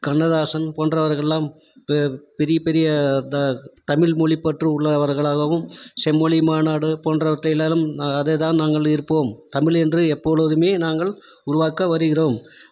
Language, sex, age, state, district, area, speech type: Tamil, male, 45-60, Tamil Nadu, Krishnagiri, rural, spontaneous